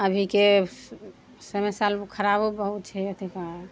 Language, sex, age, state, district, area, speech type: Maithili, female, 30-45, Bihar, Muzaffarpur, rural, spontaneous